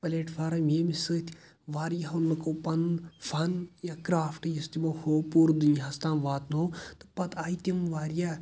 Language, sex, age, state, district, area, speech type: Kashmiri, male, 18-30, Jammu and Kashmir, Kulgam, rural, spontaneous